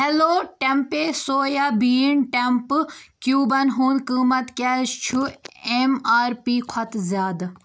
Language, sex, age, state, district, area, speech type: Kashmiri, female, 18-30, Jammu and Kashmir, Budgam, rural, read